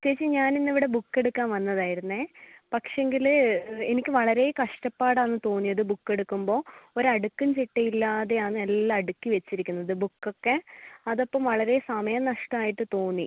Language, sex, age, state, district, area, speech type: Malayalam, female, 18-30, Kerala, Kannur, rural, conversation